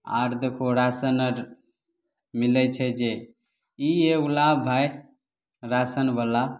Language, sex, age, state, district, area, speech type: Maithili, male, 18-30, Bihar, Begusarai, rural, spontaneous